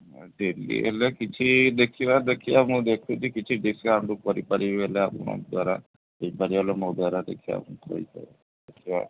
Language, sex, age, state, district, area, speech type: Odia, male, 45-60, Odisha, Sundergarh, rural, conversation